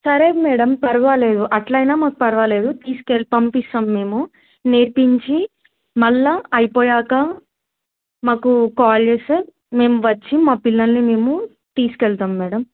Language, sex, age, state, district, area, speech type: Telugu, female, 18-30, Telangana, Mulugu, urban, conversation